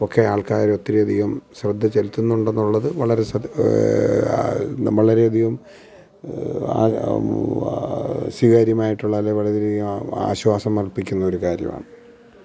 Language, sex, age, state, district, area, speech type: Malayalam, male, 45-60, Kerala, Alappuzha, rural, spontaneous